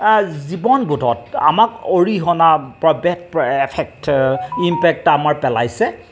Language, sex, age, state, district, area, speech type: Assamese, male, 45-60, Assam, Golaghat, urban, spontaneous